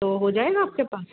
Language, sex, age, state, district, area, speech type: Urdu, female, 30-45, Uttar Pradesh, Rampur, urban, conversation